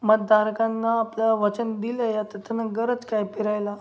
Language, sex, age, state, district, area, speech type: Marathi, male, 18-30, Maharashtra, Ahmednagar, rural, spontaneous